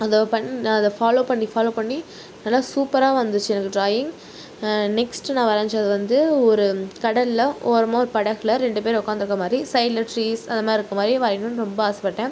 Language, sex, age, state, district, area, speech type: Tamil, female, 18-30, Tamil Nadu, Tiruchirappalli, rural, spontaneous